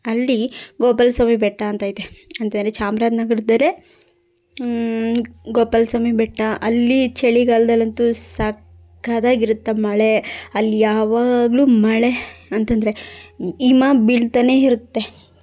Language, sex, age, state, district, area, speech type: Kannada, female, 18-30, Karnataka, Chamarajanagar, rural, spontaneous